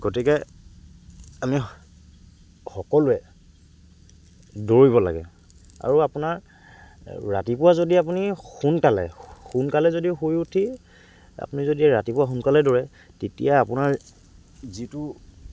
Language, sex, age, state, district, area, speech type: Assamese, male, 18-30, Assam, Lakhimpur, rural, spontaneous